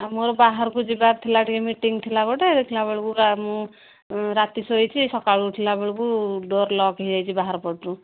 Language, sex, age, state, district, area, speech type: Odia, female, 45-60, Odisha, Angul, rural, conversation